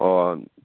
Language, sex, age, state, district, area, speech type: Manipuri, male, 30-45, Manipur, Churachandpur, rural, conversation